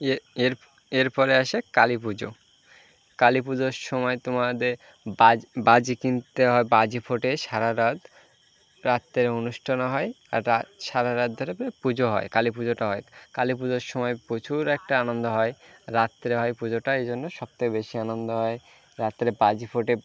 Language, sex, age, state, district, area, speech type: Bengali, male, 18-30, West Bengal, Birbhum, urban, spontaneous